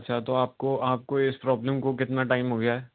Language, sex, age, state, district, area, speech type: Urdu, male, 18-30, Uttar Pradesh, Rampur, urban, conversation